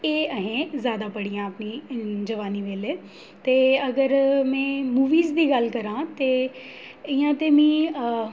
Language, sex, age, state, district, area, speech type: Dogri, female, 30-45, Jammu and Kashmir, Jammu, urban, spontaneous